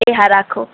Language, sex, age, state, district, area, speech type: Gujarati, female, 45-60, Gujarat, Morbi, rural, conversation